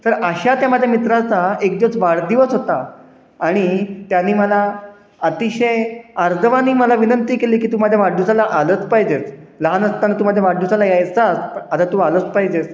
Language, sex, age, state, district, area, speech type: Marathi, male, 30-45, Maharashtra, Satara, urban, spontaneous